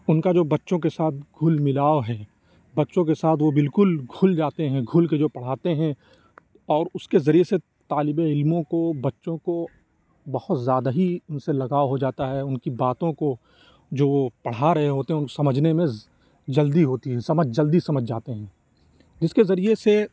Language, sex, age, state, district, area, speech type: Urdu, male, 45-60, Uttar Pradesh, Lucknow, urban, spontaneous